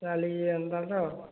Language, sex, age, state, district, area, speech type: Odia, male, 18-30, Odisha, Boudh, rural, conversation